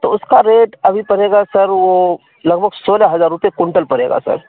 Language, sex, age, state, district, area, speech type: Urdu, male, 45-60, Bihar, Khagaria, urban, conversation